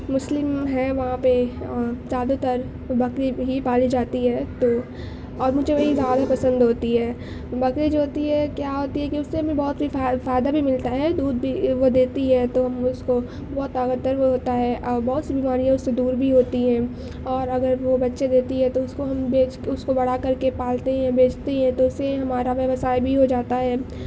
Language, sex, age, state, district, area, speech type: Urdu, female, 18-30, Uttar Pradesh, Mau, urban, spontaneous